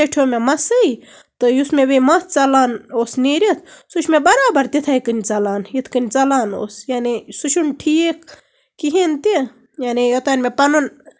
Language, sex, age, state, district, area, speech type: Kashmiri, female, 30-45, Jammu and Kashmir, Baramulla, rural, spontaneous